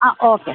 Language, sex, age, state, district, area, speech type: Malayalam, female, 30-45, Kerala, Idukki, rural, conversation